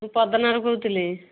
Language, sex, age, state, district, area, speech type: Odia, female, 30-45, Odisha, Kendujhar, urban, conversation